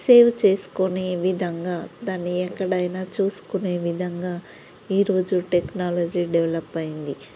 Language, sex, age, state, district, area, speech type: Telugu, female, 30-45, Telangana, Peddapalli, rural, spontaneous